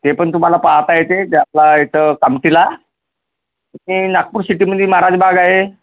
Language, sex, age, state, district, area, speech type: Marathi, female, 30-45, Maharashtra, Nagpur, rural, conversation